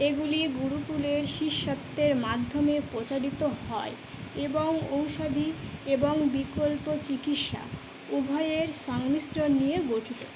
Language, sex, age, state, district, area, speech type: Bengali, female, 18-30, West Bengal, Howrah, urban, read